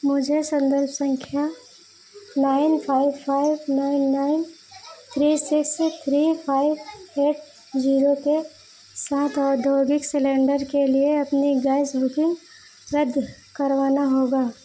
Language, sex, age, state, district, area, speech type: Hindi, female, 45-60, Uttar Pradesh, Sitapur, rural, read